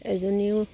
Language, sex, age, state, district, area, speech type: Assamese, female, 60+, Assam, Dibrugarh, rural, spontaneous